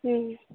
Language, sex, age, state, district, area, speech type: Manipuri, female, 30-45, Manipur, Churachandpur, urban, conversation